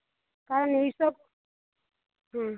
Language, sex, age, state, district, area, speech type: Bengali, female, 30-45, West Bengal, Paschim Medinipur, rural, conversation